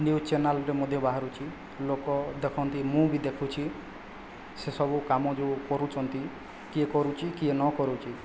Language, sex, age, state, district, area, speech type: Odia, male, 18-30, Odisha, Boudh, rural, spontaneous